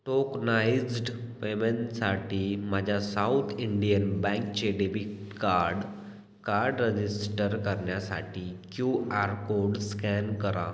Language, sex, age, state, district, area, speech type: Marathi, male, 18-30, Maharashtra, Washim, rural, read